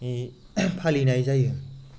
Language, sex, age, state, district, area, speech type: Bodo, male, 30-45, Assam, Chirang, rural, spontaneous